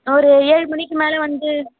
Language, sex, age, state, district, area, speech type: Tamil, female, 45-60, Tamil Nadu, Tiruvarur, rural, conversation